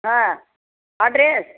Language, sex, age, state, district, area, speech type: Marathi, female, 60+, Maharashtra, Nanded, urban, conversation